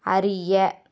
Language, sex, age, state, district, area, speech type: Tamil, female, 30-45, Tamil Nadu, Dharmapuri, rural, read